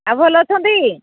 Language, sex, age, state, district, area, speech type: Odia, female, 45-60, Odisha, Angul, rural, conversation